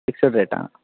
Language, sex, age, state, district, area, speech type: Telugu, male, 18-30, Telangana, Jangaon, urban, conversation